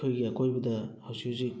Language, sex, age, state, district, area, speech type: Manipuri, male, 30-45, Manipur, Thoubal, rural, spontaneous